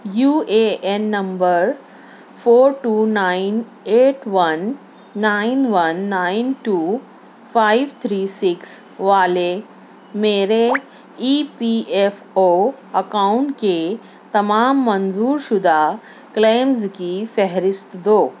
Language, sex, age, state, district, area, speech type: Urdu, female, 30-45, Maharashtra, Nashik, urban, read